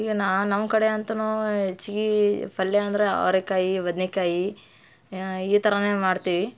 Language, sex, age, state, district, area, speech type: Kannada, female, 30-45, Karnataka, Dharwad, urban, spontaneous